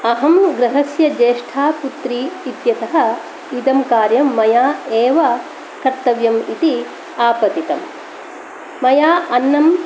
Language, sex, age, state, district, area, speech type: Sanskrit, female, 45-60, Karnataka, Dakshina Kannada, rural, spontaneous